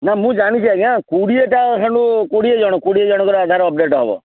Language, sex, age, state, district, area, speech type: Odia, male, 30-45, Odisha, Bhadrak, rural, conversation